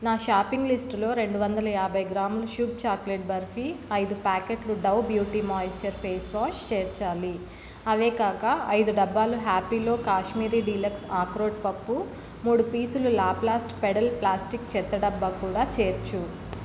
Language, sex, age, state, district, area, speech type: Telugu, female, 30-45, Andhra Pradesh, Palnadu, urban, read